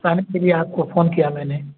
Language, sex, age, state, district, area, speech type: Hindi, male, 60+, Bihar, Madhepura, urban, conversation